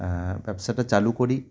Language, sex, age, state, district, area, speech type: Bengali, male, 30-45, West Bengal, Cooch Behar, urban, spontaneous